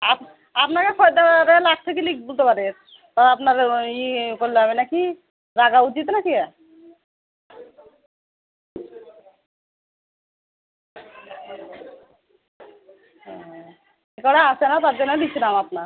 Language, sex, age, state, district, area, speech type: Bengali, female, 18-30, West Bengal, Murshidabad, rural, conversation